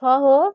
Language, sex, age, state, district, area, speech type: Bengali, female, 30-45, West Bengal, Dakshin Dinajpur, urban, read